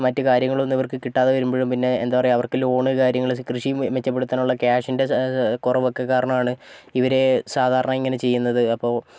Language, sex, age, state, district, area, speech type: Malayalam, male, 30-45, Kerala, Wayanad, rural, spontaneous